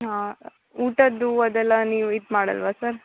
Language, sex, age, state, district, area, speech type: Kannada, female, 18-30, Karnataka, Uttara Kannada, rural, conversation